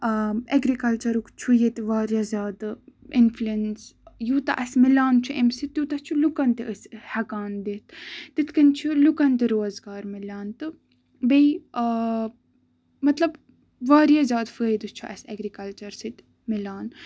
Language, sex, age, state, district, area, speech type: Kashmiri, female, 18-30, Jammu and Kashmir, Ganderbal, rural, spontaneous